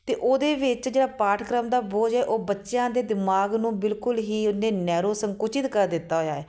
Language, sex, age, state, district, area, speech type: Punjabi, female, 30-45, Punjab, Tarn Taran, urban, spontaneous